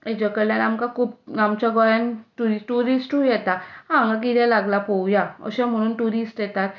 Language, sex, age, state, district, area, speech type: Goan Konkani, female, 30-45, Goa, Tiswadi, rural, spontaneous